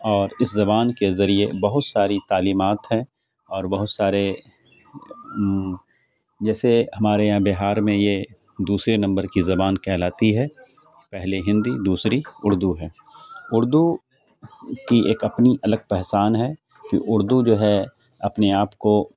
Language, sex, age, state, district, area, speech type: Urdu, male, 45-60, Bihar, Khagaria, rural, spontaneous